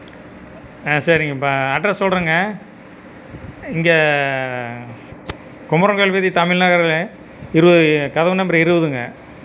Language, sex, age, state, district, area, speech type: Tamil, male, 60+, Tamil Nadu, Erode, rural, spontaneous